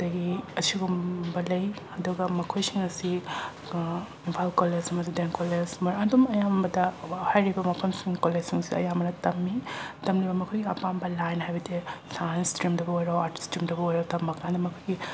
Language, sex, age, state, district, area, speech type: Manipuri, female, 45-60, Manipur, Imphal West, rural, spontaneous